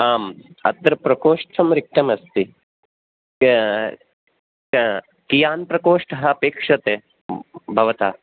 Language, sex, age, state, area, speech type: Sanskrit, male, 18-30, Rajasthan, urban, conversation